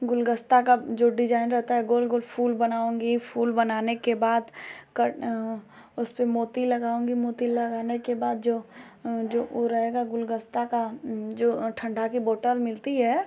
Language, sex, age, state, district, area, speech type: Hindi, female, 18-30, Uttar Pradesh, Ghazipur, urban, spontaneous